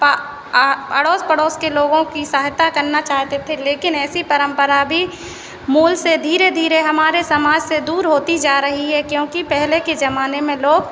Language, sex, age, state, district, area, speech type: Hindi, female, 18-30, Madhya Pradesh, Hoshangabad, urban, spontaneous